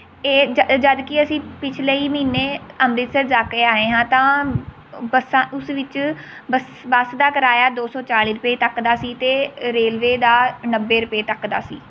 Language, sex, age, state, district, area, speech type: Punjabi, female, 18-30, Punjab, Rupnagar, rural, spontaneous